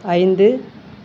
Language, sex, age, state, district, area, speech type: Tamil, female, 45-60, Tamil Nadu, Perambalur, urban, read